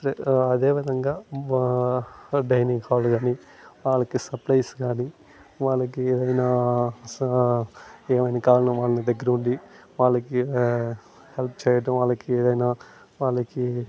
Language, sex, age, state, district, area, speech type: Telugu, male, 30-45, Andhra Pradesh, Sri Balaji, urban, spontaneous